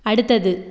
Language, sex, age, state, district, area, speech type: Tamil, female, 30-45, Tamil Nadu, Tirupattur, rural, read